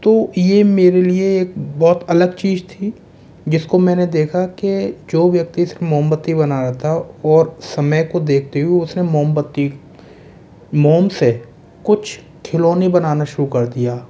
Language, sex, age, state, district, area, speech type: Hindi, male, 30-45, Rajasthan, Jaipur, rural, spontaneous